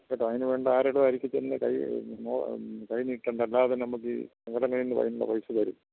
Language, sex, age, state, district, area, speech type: Malayalam, male, 60+, Kerala, Kottayam, urban, conversation